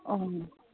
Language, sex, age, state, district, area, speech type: Assamese, female, 45-60, Assam, Biswanath, rural, conversation